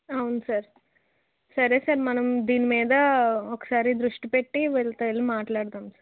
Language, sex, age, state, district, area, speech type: Telugu, female, 18-30, Andhra Pradesh, Anakapalli, urban, conversation